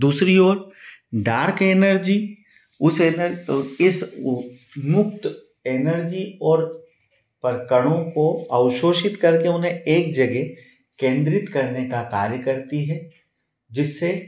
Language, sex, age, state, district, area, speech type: Hindi, male, 45-60, Madhya Pradesh, Ujjain, urban, spontaneous